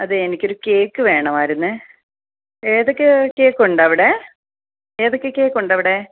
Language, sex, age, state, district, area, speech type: Malayalam, female, 45-60, Kerala, Kottayam, rural, conversation